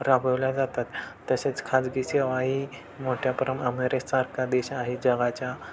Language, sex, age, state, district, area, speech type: Marathi, male, 18-30, Maharashtra, Satara, urban, spontaneous